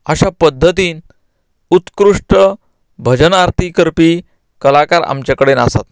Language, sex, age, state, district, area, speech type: Goan Konkani, male, 45-60, Goa, Canacona, rural, spontaneous